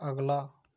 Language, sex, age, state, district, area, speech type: Hindi, male, 60+, Rajasthan, Karauli, rural, read